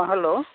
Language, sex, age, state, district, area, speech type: Assamese, male, 45-60, Assam, Dhemaji, rural, conversation